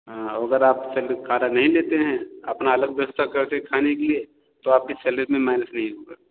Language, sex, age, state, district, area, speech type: Hindi, male, 45-60, Uttar Pradesh, Ayodhya, rural, conversation